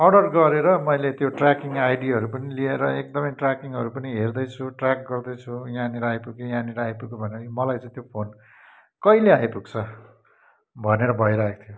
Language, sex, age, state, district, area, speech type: Nepali, male, 45-60, West Bengal, Kalimpong, rural, spontaneous